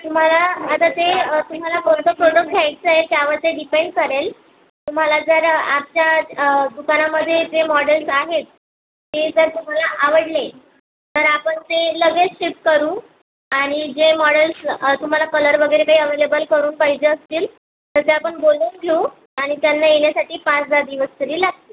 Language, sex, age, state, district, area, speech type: Marathi, female, 18-30, Maharashtra, Buldhana, rural, conversation